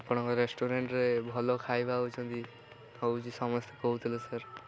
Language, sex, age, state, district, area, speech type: Odia, male, 18-30, Odisha, Koraput, urban, spontaneous